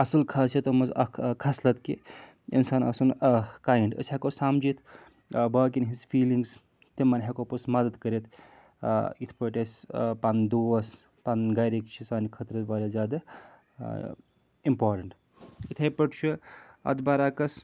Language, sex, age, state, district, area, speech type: Kashmiri, male, 45-60, Jammu and Kashmir, Srinagar, urban, spontaneous